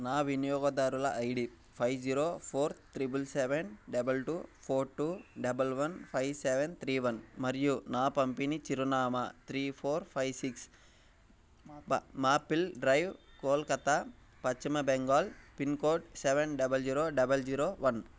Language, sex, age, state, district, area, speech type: Telugu, male, 18-30, Andhra Pradesh, Bapatla, rural, read